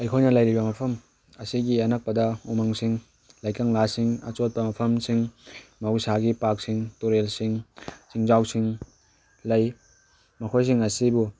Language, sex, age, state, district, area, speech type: Manipuri, male, 18-30, Manipur, Tengnoupal, rural, spontaneous